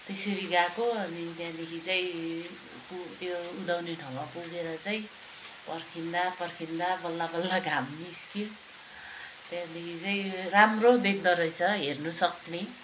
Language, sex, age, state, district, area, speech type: Nepali, female, 45-60, West Bengal, Kalimpong, rural, spontaneous